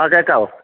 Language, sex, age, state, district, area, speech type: Malayalam, male, 45-60, Kerala, Alappuzha, urban, conversation